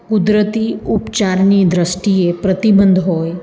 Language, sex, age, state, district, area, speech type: Gujarati, female, 45-60, Gujarat, Surat, urban, spontaneous